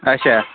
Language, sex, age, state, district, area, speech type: Kashmiri, male, 30-45, Jammu and Kashmir, Bandipora, rural, conversation